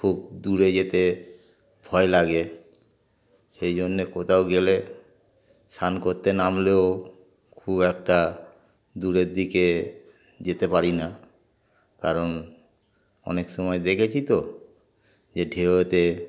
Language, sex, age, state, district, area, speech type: Bengali, male, 60+, West Bengal, Darjeeling, urban, spontaneous